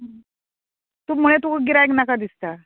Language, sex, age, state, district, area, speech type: Goan Konkani, female, 45-60, Goa, Murmgao, rural, conversation